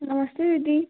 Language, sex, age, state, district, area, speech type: Hindi, female, 18-30, Madhya Pradesh, Balaghat, rural, conversation